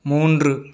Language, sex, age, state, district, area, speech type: Tamil, male, 18-30, Tamil Nadu, Salem, urban, read